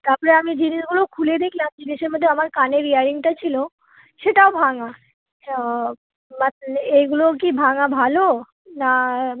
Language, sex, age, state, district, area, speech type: Bengali, female, 18-30, West Bengal, Hooghly, urban, conversation